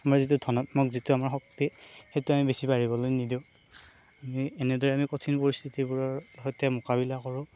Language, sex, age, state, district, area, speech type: Assamese, male, 18-30, Assam, Darrang, rural, spontaneous